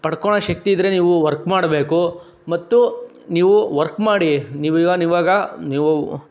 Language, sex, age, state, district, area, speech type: Kannada, male, 60+, Karnataka, Chikkaballapur, rural, spontaneous